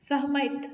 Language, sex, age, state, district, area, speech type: Maithili, female, 60+, Bihar, Madhubani, rural, read